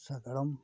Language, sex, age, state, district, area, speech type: Santali, male, 60+, Odisha, Mayurbhanj, rural, spontaneous